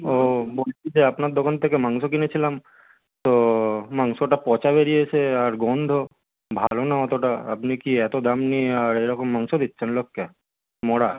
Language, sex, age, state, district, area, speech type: Bengali, male, 18-30, West Bengal, North 24 Parganas, urban, conversation